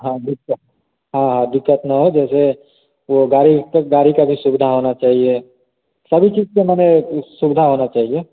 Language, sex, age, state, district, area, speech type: Hindi, male, 30-45, Bihar, Samastipur, urban, conversation